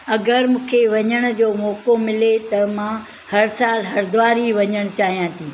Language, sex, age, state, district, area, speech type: Sindhi, female, 60+, Maharashtra, Thane, urban, spontaneous